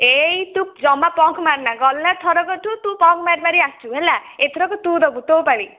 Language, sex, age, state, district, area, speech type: Odia, female, 18-30, Odisha, Nayagarh, rural, conversation